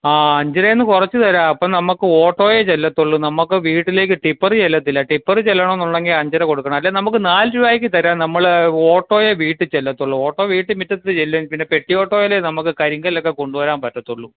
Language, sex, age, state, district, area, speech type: Malayalam, male, 45-60, Kerala, Kottayam, urban, conversation